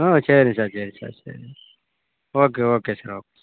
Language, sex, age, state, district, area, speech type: Tamil, male, 45-60, Tamil Nadu, Theni, rural, conversation